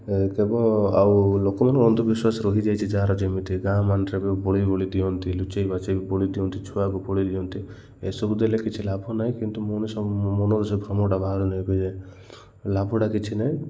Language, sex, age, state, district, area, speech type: Odia, male, 30-45, Odisha, Koraput, urban, spontaneous